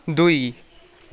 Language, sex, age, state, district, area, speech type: Nepali, male, 18-30, West Bengal, Kalimpong, urban, read